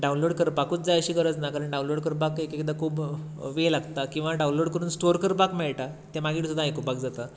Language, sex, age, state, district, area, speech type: Goan Konkani, male, 18-30, Goa, Tiswadi, rural, spontaneous